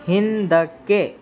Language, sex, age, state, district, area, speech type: Kannada, male, 18-30, Karnataka, Bidar, urban, read